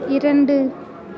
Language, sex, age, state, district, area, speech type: Tamil, female, 18-30, Tamil Nadu, Karur, rural, read